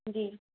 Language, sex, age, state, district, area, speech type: Urdu, female, 18-30, Uttar Pradesh, Mau, urban, conversation